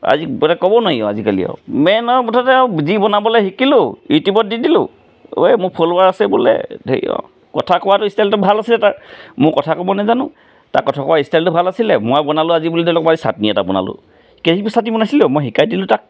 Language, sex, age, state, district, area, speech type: Assamese, male, 45-60, Assam, Charaideo, urban, spontaneous